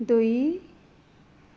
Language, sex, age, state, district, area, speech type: Nepali, female, 60+, Assam, Sonitpur, rural, read